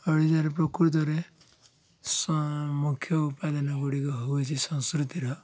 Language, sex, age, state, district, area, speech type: Odia, male, 45-60, Odisha, Koraput, urban, spontaneous